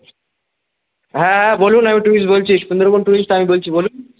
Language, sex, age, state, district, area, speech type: Bengali, male, 18-30, West Bengal, Darjeeling, urban, conversation